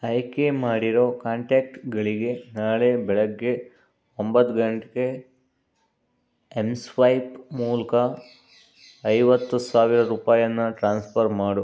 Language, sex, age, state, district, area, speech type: Kannada, male, 60+, Karnataka, Bangalore Rural, urban, read